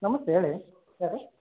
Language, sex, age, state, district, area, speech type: Kannada, male, 18-30, Karnataka, Bellary, rural, conversation